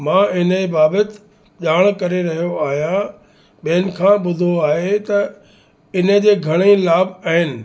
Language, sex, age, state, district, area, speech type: Sindhi, male, 60+, Uttar Pradesh, Lucknow, urban, spontaneous